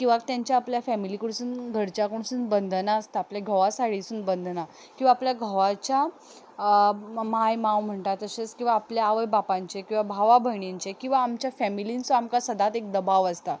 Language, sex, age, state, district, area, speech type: Goan Konkani, female, 18-30, Goa, Ponda, urban, spontaneous